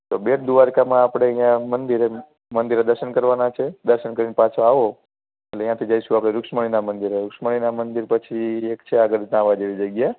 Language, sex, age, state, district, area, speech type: Gujarati, male, 18-30, Gujarat, Morbi, urban, conversation